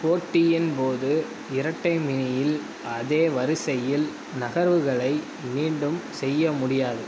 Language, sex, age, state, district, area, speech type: Tamil, male, 18-30, Tamil Nadu, Sivaganga, rural, read